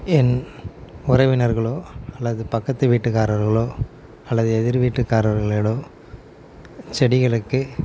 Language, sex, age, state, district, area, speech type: Tamil, male, 30-45, Tamil Nadu, Salem, rural, spontaneous